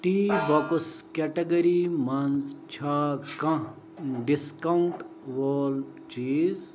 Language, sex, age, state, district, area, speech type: Kashmiri, male, 30-45, Jammu and Kashmir, Bandipora, rural, read